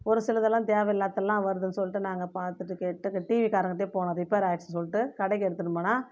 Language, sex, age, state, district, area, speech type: Tamil, female, 45-60, Tamil Nadu, Viluppuram, rural, spontaneous